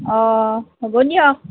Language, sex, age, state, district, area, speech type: Assamese, female, 45-60, Assam, Nalbari, rural, conversation